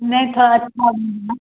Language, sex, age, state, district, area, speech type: Hindi, female, 18-30, Bihar, Begusarai, urban, conversation